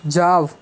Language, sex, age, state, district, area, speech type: Gujarati, male, 18-30, Gujarat, Ahmedabad, urban, read